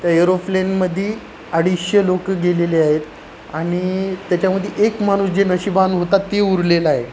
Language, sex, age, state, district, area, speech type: Marathi, male, 30-45, Maharashtra, Nanded, urban, spontaneous